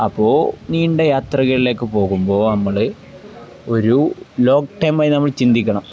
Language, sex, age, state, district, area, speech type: Malayalam, male, 18-30, Kerala, Kozhikode, rural, spontaneous